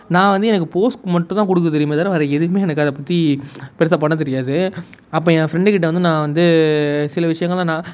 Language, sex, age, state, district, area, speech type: Tamil, male, 18-30, Tamil Nadu, Tiruvannamalai, urban, spontaneous